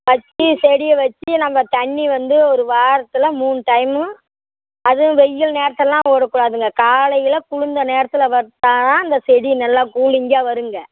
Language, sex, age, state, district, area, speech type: Tamil, female, 60+, Tamil Nadu, Namakkal, rural, conversation